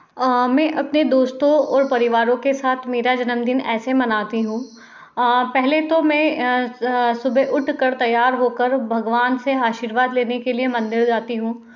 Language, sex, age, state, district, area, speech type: Hindi, female, 30-45, Madhya Pradesh, Indore, urban, spontaneous